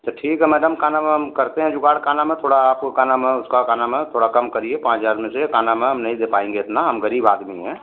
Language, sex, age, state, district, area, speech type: Hindi, male, 60+, Uttar Pradesh, Azamgarh, urban, conversation